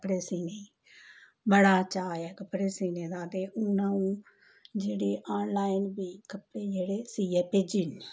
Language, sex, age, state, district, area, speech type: Dogri, female, 30-45, Jammu and Kashmir, Samba, rural, spontaneous